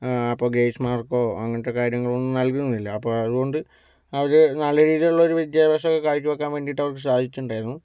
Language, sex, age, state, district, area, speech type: Malayalam, male, 18-30, Kerala, Kozhikode, urban, spontaneous